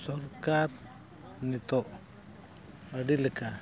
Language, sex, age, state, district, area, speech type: Santali, male, 45-60, Odisha, Mayurbhanj, rural, spontaneous